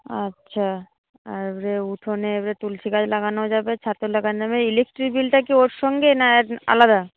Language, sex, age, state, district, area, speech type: Bengali, female, 45-60, West Bengal, Paschim Medinipur, urban, conversation